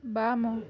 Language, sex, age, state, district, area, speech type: Odia, female, 18-30, Odisha, Bargarh, rural, read